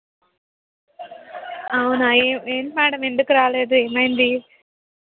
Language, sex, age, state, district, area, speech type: Telugu, female, 18-30, Andhra Pradesh, Palnadu, urban, conversation